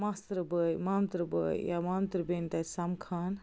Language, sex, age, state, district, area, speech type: Kashmiri, female, 18-30, Jammu and Kashmir, Baramulla, rural, spontaneous